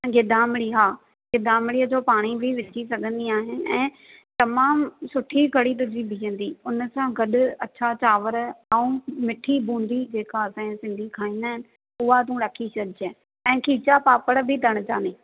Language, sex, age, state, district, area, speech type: Sindhi, female, 30-45, Maharashtra, Thane, urban, conversation